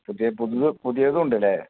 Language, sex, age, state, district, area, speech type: Malayalam, male, 30-45, Kerala, Malappuram, rural, conversation